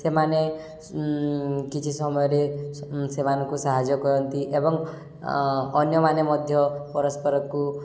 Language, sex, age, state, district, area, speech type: Odia, male, 18-30, Odisha, Subarnapur, urban, spontaneous